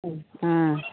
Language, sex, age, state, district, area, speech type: Tamil, female, 60+, Tamil Nadu, Perambalur, rural, conversation